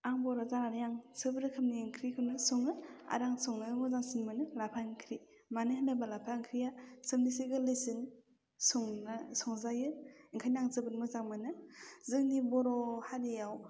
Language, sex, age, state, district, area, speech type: Bodo, female, 30-45, Assam, Udalguri, rural, spontaneous